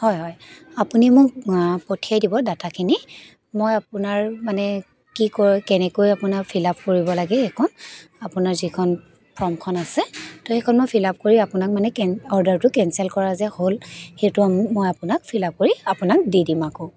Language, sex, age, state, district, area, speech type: Assamese, female, 30-45, Assam, Dibrugarh, rural, spontaneous